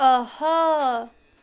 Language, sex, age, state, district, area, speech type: Kashmiri, female, 18-30, Jammu and Kashmir, Budgam, rural, read